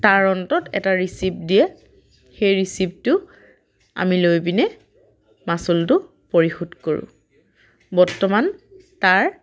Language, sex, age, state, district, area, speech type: Assamese, female, 30-45, Assam, Dhemaji, rural, spontaneous